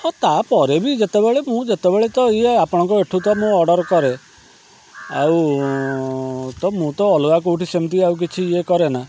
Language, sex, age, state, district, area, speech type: Odia, male, 45-60, Odisha, Kendrapara, urban, spontaneous